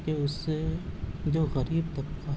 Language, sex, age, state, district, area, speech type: Urdu, male, 18-30, Uttar Pradesh, Shahjahanpur, urban, spontaneous